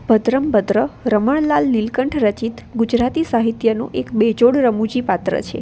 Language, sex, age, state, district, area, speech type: Gujarati, female, 18-30, Gujarat, Anand, urban, spontaneous